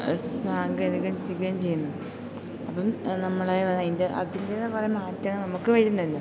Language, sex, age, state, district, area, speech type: Malayalam, female, 18-30, Kerala, Idukki, rural, spontaneous